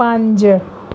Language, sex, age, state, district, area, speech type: Punjabi, female, 30-45, Punjab, Pathankot, rural, read